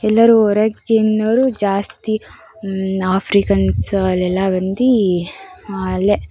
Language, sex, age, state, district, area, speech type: Kannada, female, 18-30, Karnataka, Davanagere, urban, spontaneous